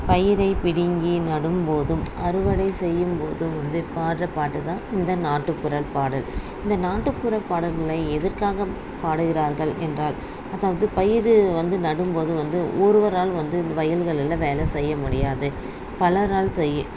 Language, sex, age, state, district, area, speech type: Tamil, female, 30-45, Tamil Nadu, Dharmapuri, rural, spontaneous